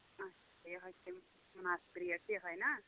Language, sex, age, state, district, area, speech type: Kashmiri, female, 18-30, Jammu and Kashmir, Anantnag, rural, conversation